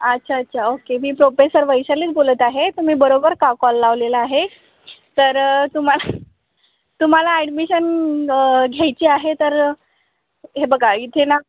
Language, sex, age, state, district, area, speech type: Marathi, female, 18-30, Maharashtra, Buldhana, urban, conversation